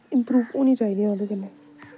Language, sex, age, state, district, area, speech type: Dogri, female, 18-30, Jammu and Kashmir, Samba, rural, spontaneous